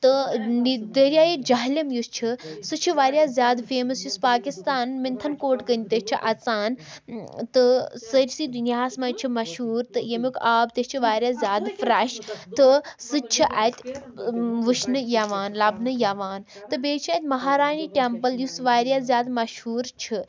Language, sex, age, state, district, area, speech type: Kashmiri, female, 18-30, Jammu and Kashmir, Baramulla, rural, spontaneous